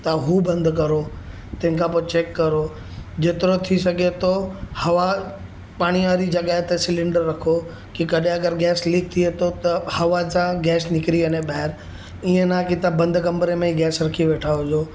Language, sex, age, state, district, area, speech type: Sindhi, male, 30-45, Maharashtra, Mumbai Suburban, urban, spontaneous